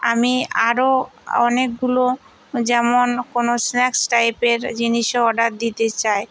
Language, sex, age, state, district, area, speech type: Bengali, female, 60+, West Bengal, Purba Medinipur, rural, spontaneous